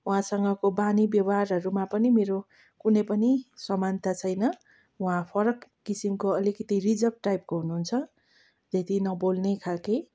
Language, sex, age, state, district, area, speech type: Nepali, female, 30-45, West Bengal, Darjeeling, rural, spontaneous